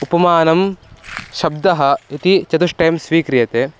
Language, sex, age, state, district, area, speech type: Sanskrit, male, 18-30, Karnataka, Mysore, urban, spontaneous